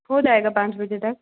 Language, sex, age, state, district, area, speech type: Hindi, female, 45-60, Madhya Pradesh, Bhopal, urban, conversation